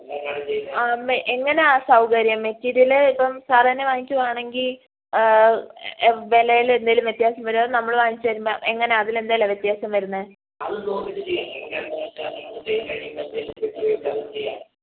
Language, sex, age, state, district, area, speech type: Malayalam, female, 18-30, Kerala, Pathanamthitta, rural, conversation